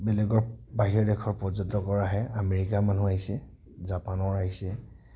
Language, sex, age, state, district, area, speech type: Assamese, male, 45-60, Assam, Nagaon, rural, spontaneous